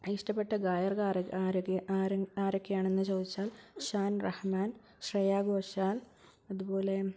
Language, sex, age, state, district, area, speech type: Malayalam, female, 45-60, Kerala, Wayanad, rural, spontaneous